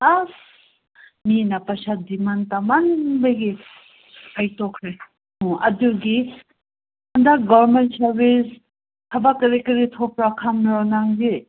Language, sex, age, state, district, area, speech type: Manipuri, female, 45-60, Manipur, Senapati, rural, conversation